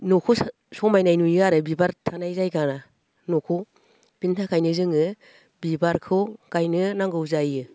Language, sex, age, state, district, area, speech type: Bodo, female, 45-60, Assam, Baksa, rural, spontaneous